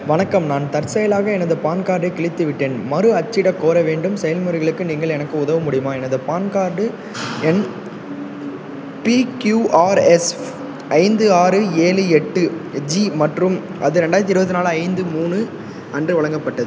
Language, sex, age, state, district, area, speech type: Tamil, male, 18-30, Tamil Nadu, Perambalur, rural, read